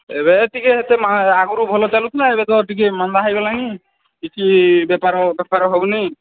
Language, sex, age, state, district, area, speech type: Odia, male, 18-30, Odisha, Sambalpur, rural, conversation